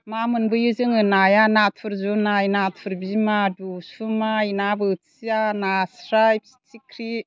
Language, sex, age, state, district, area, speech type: Bodo, female, 60+, Assam, Chirang, rural, spontaneous